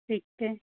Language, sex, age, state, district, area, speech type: Hindi, female, 45-60, Madhya Pradesh, Ujjain, urban, conversation